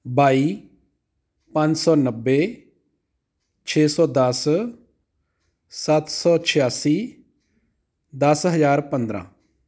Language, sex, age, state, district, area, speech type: Punjabi, male, 30-45, Punjab, Amritsar, rural, spontaneous